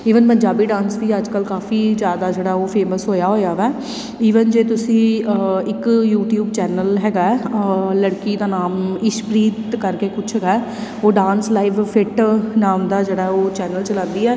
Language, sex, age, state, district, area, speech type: Punjabi, female, 30-45, Punjab, Tarn Taran, urban, spontaneous